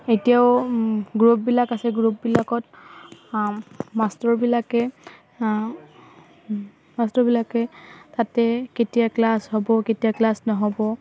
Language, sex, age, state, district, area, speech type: Assamese, female, 18-30, Assam, Udalguri, rural, spontaneous